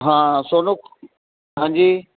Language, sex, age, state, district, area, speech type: Punjabi, male, 45-60, Punjab, Bathinda, rural, conversation